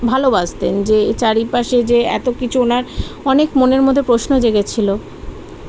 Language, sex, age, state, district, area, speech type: Bengali, female, 30-45, West Bengal, Kolkata, urban, spontaneous